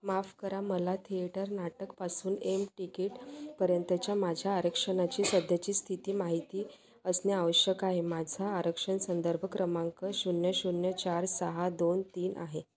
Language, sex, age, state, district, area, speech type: Marathi, female, 30-45, Maharashtra, Wardha, rural, read